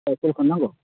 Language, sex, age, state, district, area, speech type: Bodo, male, 18-30, Assam, Udalguri, urban, conversation